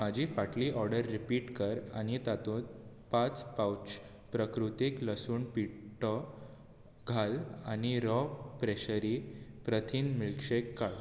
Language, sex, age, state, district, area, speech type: Goan Konkani, male, 18-30, Goa, Bardez, urban, read